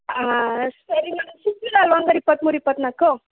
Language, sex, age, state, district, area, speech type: Kannada, female, 18-30, Karnataka, Mysore, rural, conversation